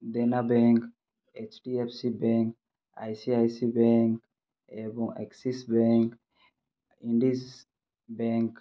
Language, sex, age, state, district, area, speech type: Odia, male, 30-45, Odisha, Kandhamal, rural, spontaneous